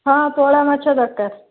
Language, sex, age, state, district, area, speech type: Odia, female, 18-30, Odisha, Cuttack, urban, conversation